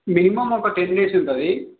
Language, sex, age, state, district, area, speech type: Telugu, male, 18-30, Telangana, Nizamabad, urban, conversation